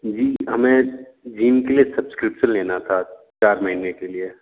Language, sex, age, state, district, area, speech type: Hindi, male, 18-30, Uttar Pradesh, Sonbhadra, rural, conversation